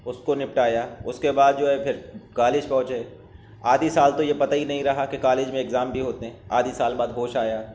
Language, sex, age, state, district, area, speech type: Urdu, male, 18-30, Uttar Pradesh, Shahjahanpur, urban, spontaneous